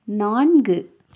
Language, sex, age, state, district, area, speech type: Tamil, female, 45-60, Tamil Nadu, Nilgiris, urban, read